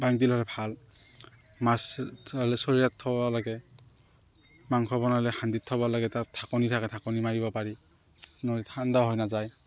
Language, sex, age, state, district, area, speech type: Assamese, male, 30-45, Assam, Morigaon, rural, spontaneous